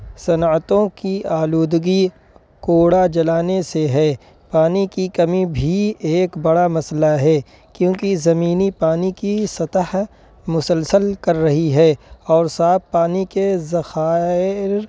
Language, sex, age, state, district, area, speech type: Urdu, male, 18-30, Uttar Pradesh, Muzaffarnagar, urban, spontaneous